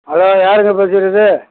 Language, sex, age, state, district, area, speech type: Tamil, male, 60+, Tamil Nadu, Thanjavur, rural, conversation